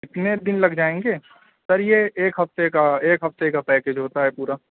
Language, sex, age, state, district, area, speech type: Urdu, male, 18-30, Delhi, South Delhi, urban, conversation